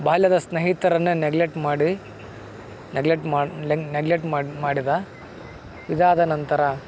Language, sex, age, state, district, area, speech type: Kannada, male, 18-30, Karnataka, Koppal, rural, spontaneous